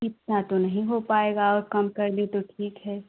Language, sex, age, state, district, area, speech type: Hindi, female, 18-30, Uttar Pradesh, Jaunpur, urban, conversation